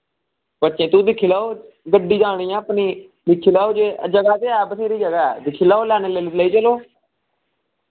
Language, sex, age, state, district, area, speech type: Dogri, male, 18-30, Jammu and Kashmir, Samba, rural, conversation